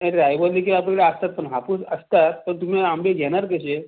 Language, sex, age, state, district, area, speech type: Marathi, male, 45-60, Maharashtra, Raigad, rural, conversation